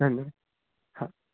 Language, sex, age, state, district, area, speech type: Marathi, male, 18-30, Maharashtra, Wardha, rural, conversation